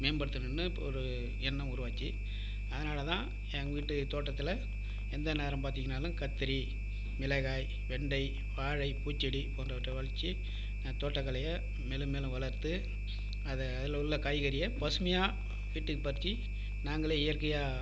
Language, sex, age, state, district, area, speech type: Tamil, male, 60+, Tamil Nadu, Viluppuram, rural, spontaneous